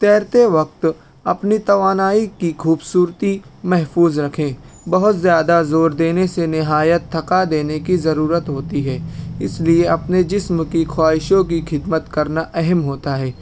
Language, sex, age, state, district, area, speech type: Urdu, male, 18-30, Maharashtra, Nashik, rural, spontaneous